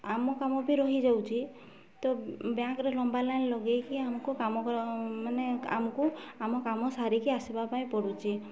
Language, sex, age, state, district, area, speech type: Odia, female, 18-30, Odisha, Mayurbhanj, rural, spontaneous